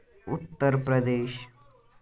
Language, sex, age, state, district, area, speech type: Kashmiri, male, 18-30, Jammu and Kashmir, Baramulla, rural, spontaneous